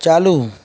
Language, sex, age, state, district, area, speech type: Sindhi, male, 30-45, Gujarat, Surat, urban, read